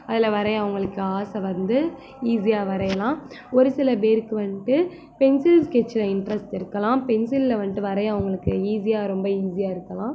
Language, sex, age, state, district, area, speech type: Tamil, female, 18-30, Tamil Nadu, Madurai, rural, spontaneous